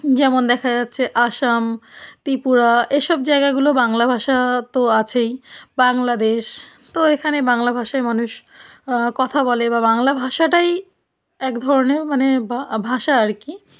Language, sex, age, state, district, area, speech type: Bengali, female, 45-60, West Bengal, South 24 Parganas, rural, spontaneous